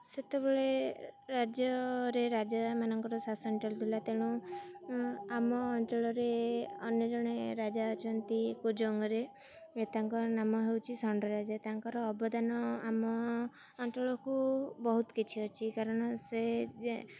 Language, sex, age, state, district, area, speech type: Odia, female, 18-30, Odisha, Jagatsinghpur, rural, spontaneous